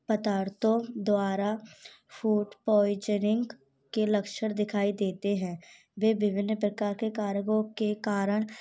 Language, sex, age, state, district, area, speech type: Hindi, female, 18-30, Madhya Pradesh, Gwalior, rural, spontaneous